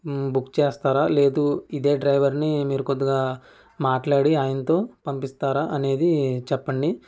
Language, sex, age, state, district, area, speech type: Telugu, male, 45-60, Andhra Pradesh, Konaseema, rural, spontaneous